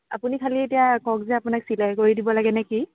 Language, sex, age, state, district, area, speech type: Assamese, female, 18-30, Assam, Sonitpur, rural, conversation